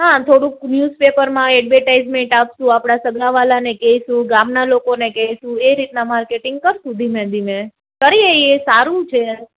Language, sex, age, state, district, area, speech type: Gujarati, female, 18-30, Gujarat, Ahmedabad, urban, conversation